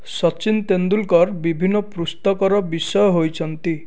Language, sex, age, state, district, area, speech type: Odia, male, 18-30, Odisha, Dhenkanal, rural, read